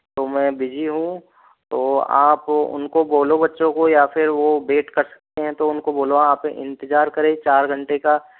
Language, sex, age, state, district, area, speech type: Hindi, male, 30-45, Rajasthan, Jaipur, urban, conversation